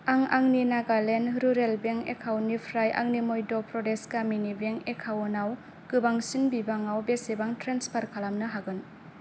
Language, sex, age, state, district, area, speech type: Bodo, female, 18-30, Assam, Kokrajhar, rural, read